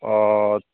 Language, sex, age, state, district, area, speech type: Maithili, male, 18-30, Bihar, Madhepura, rural, conversation